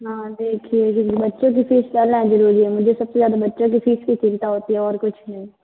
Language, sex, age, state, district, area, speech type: Hindi, female, 30-45, Rajasthan, Jodhpur, urban, conversation